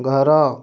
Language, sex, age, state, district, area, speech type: Odia, male, 18-30, Odisha, Kendujhar, urban, read